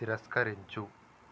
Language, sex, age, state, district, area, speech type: Telugu, male, 18-30, Telangana, Ranga Reddy, urban, read